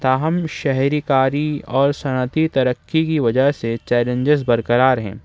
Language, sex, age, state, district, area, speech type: Urdu, male, 18-30, Maharashtra, Nashik, urban, spontaneous